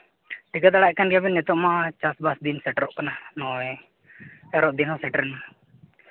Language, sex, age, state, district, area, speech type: Santali, male, 18-30, Jharkhand, East Singhbhum, rural, conversation